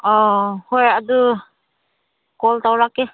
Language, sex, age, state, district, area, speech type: Manipuri, female, 30-45, Manipur, Senapati, rural, conversation